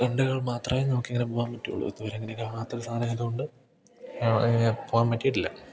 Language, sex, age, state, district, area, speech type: Malayalam, male, 18-30, Kerala, Idukki, rural, spontaneous